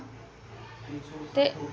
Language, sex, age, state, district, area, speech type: Dogri, female, 30-45, Jammu and Kashmir, Jammu, urban, spontaneous